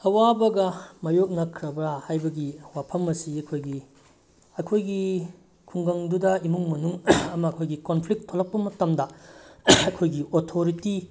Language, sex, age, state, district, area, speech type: Manipuri, male, 18-30, Manipur, Bishnupur, rural, spontaneous